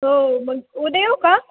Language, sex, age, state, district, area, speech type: Marathi, female, 18-30, Maharashtra, Ahmednagar, rural, conversation